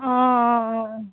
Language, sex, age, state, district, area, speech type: Assamese, female, 60+, Assam, Dibrugarh, rural, conversation